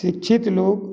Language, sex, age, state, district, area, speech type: Hindi, male, 60+, Madhya Pradesh, Gwalior, rural, spontaneous